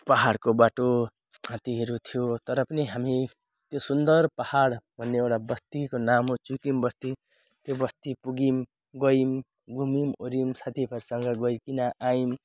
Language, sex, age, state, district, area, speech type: Nepali, male, 18-30, West Bengal, Jalpaiguri, rural, spontaneous